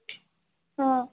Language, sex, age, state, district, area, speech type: Assamese, female, 18-30, Assam, Sivasagar, rural, conversation